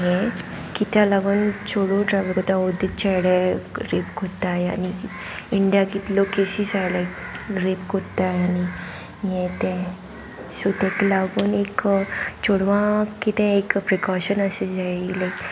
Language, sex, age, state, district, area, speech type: Goan Konkani, female, 18-30, Goa, Sanguem, rural, spontaneous